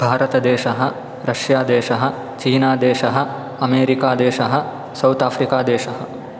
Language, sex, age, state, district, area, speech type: Sanskrit, male, 18-30, Karnataka, Shimoga, rural, spontaneous